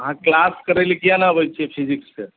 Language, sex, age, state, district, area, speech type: Maithili, male, 30-45, Bihar, Madhubani, rural, conversation